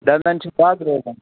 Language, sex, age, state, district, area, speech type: Kashmiri, male, 30-45, Jammu and Kashmir, Budgam, rural, conversation